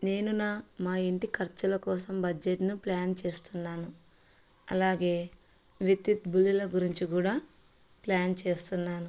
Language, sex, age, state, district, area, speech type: Telugu, female, 30-45, Andhra Pradesh, Kurnool, rural, spontaneous